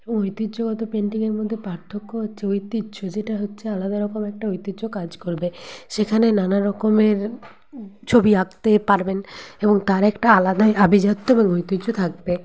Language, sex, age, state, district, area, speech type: Bengali, female, 18-30, West Bengal, Nadia, rural, spontaneous